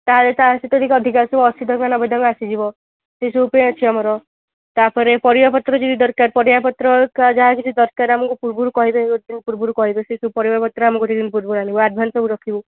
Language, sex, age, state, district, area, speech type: Odia, female, 18-30, Odisha, Rayagada, rural, conversation